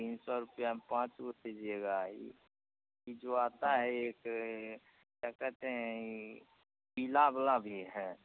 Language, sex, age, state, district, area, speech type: Hindi, male, 30-45, Bihar, Begusarai, rural, conversation